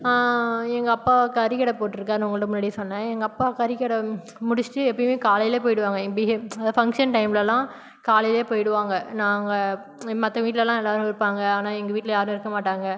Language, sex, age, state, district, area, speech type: Tamil, female, 30-45, Tamil Nadu, Cuddalore, rural, spontaneous